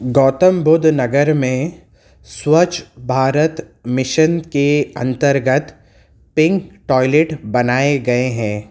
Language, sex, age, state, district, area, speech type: Urdu, male, 30-45, Uttar Pradesh, Gautam Buddha Nagar, rural, spontaneous